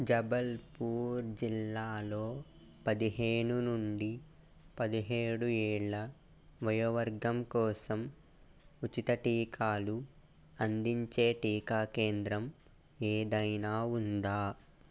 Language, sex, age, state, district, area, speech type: Telugu, male, 45-60, Andhra Pradesh, Eluru, urban, read